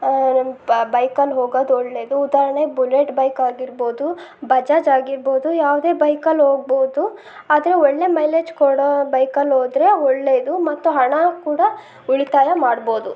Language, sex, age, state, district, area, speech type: Kannada, female, 30-45, Karnataka, Chitradurga, rural, spontaneous